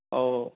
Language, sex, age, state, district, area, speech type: Bodo, male, 45-60, Assam, Chirang, urban, conversation